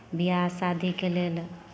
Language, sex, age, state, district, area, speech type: Maithili, female, 30-45, Bihar, Samastipur, rural, spontaneous